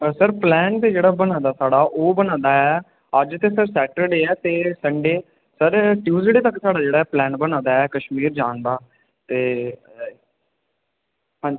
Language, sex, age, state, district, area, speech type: Dogri, male, 18-30, Jammu and Kashmir, Udhampur, rural, conversation